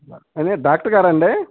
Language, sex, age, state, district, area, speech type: Telugu, male, 60+, Andhra Pradesh, Guntur, urban, conversation